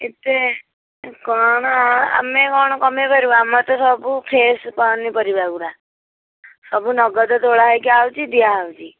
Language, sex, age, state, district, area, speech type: Odia, female, 18-30, Odisha, Bhadrak, rural, conversation